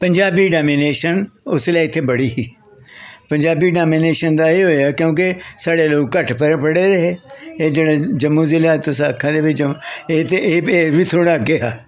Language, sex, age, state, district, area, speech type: Dogri, male, 60+, Jammu and Kashmir, Jammu, urban, spontaneous